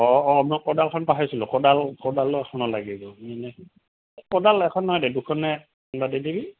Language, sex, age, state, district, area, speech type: Assamese, male, 45-60, Assam, Goalpara, urban, conversation